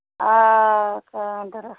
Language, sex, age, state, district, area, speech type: Kashmiri, female, 45-60, Jammu and Kashmir, Ganderbal, rural, conversation